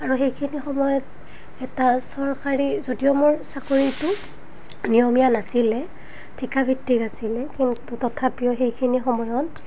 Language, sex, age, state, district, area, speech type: Assamese, female, 30-45, Assam, Nalbari, rural, spontaneous